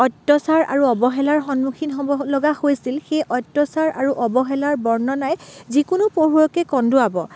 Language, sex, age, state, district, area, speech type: Assamese, female, 18-30, Assam, Dibrugarh, rural, spontaneous